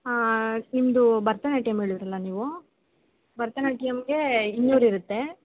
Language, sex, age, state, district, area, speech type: Kannada, female, 18-30, Karnataka, Tumkur, urban, conversation